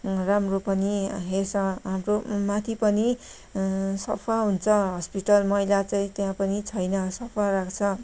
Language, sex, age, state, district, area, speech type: Nepali, female, 30-45, West Bengal, Kalimpong, rural, spontaneous